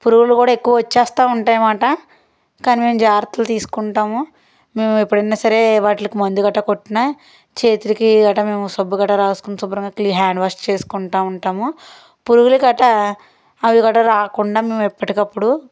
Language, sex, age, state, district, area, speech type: Telugu, female, 30-45, Andhra Pradesh, Guntur, urban, spontaneous